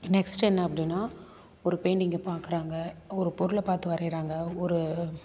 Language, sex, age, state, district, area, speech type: Tamil, female, 30-45, Tamil Nadu, Namakkal, rural, spontaneous